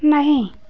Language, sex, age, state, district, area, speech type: Hindi, female, 60+, Uttar Pradesh, Pratapgarh, rural, read